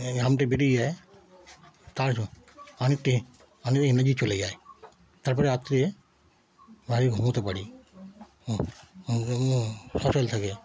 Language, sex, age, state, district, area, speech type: Bengali, male, 60+, West Bengal, Darjeeling, rural, spontaneous